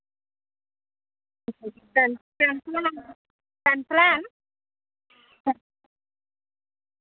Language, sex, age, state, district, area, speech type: Dogri, female, 30-45, Jammu and Kashmir, Samba, rural, conversation